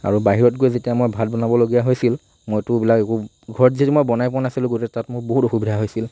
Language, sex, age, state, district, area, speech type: Assamese, male, 45-60, Assam, Morigaon, rural, spontaneous